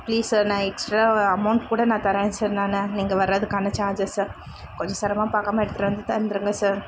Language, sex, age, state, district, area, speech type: Tamil, female, 30-45, Tamil Nadu, Tiruvallur, urban, spontaneous